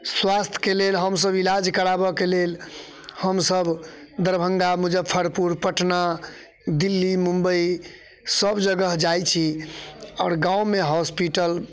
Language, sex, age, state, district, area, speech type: Maithili, male, 30-45, Bihar, Muzaffarpur, urban, spontaneous